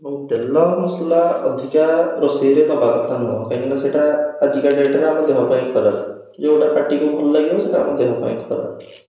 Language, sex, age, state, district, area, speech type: Odia, male, 18-30, Odisha, Jagatsinghpur, rural, spontaneous